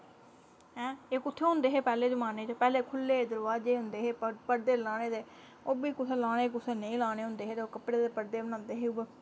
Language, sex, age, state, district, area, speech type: Dogri, female, 30-45, Jammu and Kashmir, Samba, rural, spontaneous